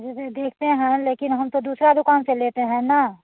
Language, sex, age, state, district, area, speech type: Hindi, female, 45-60, Bihar, Muzaffarpur, urban, conversation